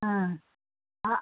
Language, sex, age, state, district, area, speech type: Kannada, female, 60+, Karnataka, Mandya, rural, conversation